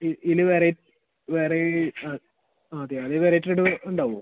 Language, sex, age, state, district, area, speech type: Malayalam, male, 18-30, Kerala, Kasaragod, rural, conversation